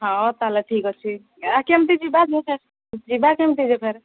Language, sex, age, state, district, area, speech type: Odia, female, 45-60, Odisha, Angul, rural, conversation